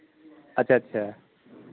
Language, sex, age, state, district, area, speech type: Hindi, male, 45-60, Uttar Pradesh, Lucknow, rural, conversation